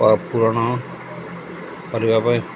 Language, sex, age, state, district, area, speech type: Odia, male, 60+, Odisha, Sundergarh, urban, spontaneous